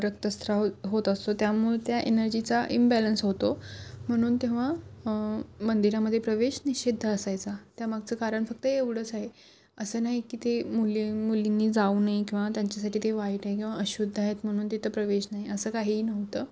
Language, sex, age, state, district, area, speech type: Marathi, female, 18-30, Maharashtra, Kolhapur, urban, spontaneous